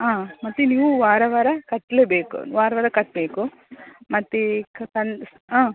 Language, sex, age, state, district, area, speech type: Kannada, female, 30-45, Karnataka, Dakshina Kannada, rural, conversation